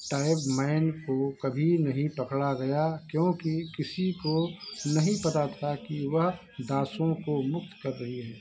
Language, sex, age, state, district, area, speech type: Hindi, male, 60+, Uttar Pradesh, Ayodhya, rural, read